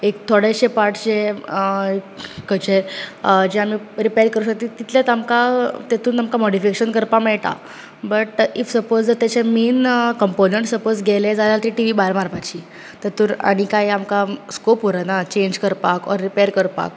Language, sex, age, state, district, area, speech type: Goan Konkani, female, 18-30, Goa, Bardez, urban, spontaneous